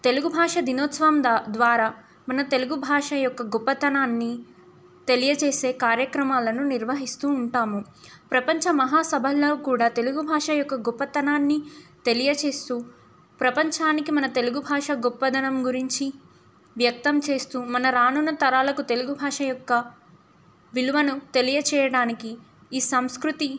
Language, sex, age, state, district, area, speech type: Telugu, female, 18-30, Telangana, Ranga Reddy, urban, spontaneous